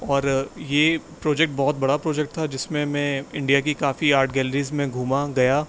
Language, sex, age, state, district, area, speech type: Urdu, male, 18-30, Uttar Pradesh, Aligarh, urban, spontaneous